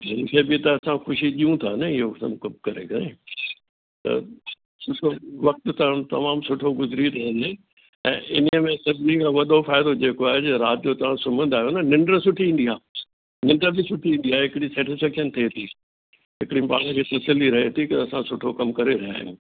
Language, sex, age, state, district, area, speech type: Sindhi, male, 60+, Delhi, South Delhi, urban, conversation